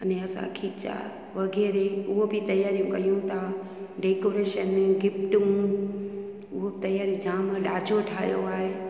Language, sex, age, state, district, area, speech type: Sindhi, female, 45-60, Gujarat, Junagadh, urban, spontaneous